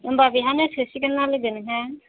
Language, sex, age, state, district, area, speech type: Bodo, female, 30-45, Assam, Chirang, urban, conversation